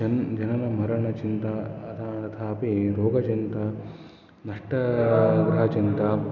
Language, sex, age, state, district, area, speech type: Sanskrit, male, 18-30, Karnataka, Uttara Kannada, rural, spontaneous